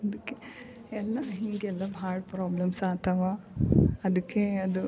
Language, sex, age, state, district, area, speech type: Kannada, female, 18-30, Karnataka, Gulbarga, urban, spontaneous